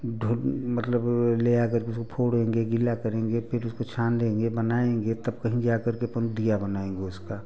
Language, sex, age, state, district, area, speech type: Hindi, male, 45-60, Uttar Pradesh, Prayagraj, urban, spontaneous